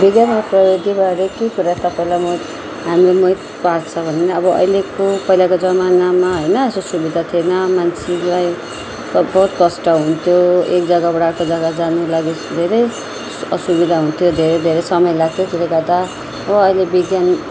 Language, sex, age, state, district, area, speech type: Nepali, female, 30-45, West Bengal, Darjeeling, rural, spontaneous